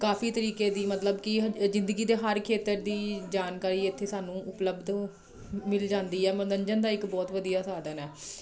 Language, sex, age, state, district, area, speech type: Punjabi, female, 30-45, Punjab, Jalandhar, urban, spontaneous